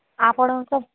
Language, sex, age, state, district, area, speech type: Odia, female, 18-30, Odisha, Subarnapur, urban, conversation